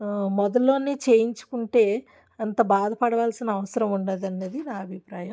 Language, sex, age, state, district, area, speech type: Telugu, female, 45-60, Andhra Pradesh, Alluri Sitarama Raju, rural, spontaneous